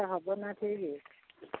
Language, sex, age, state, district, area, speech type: Odia, female, 45-60, Odisha, Angul, rural, conversation